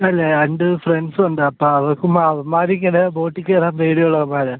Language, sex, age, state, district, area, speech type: Malayalam, male, 18-30, Kerala, Alappuzha, rural, conversation